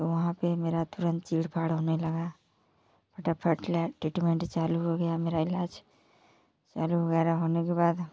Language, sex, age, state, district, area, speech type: Hindi, female, 30-45, Uttar Pradesh, Jaunpur, rural, spontaneous